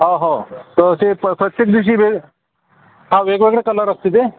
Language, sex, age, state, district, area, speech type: Marathi, male, 45-60, Maharashtra, Amravati, rural, conversation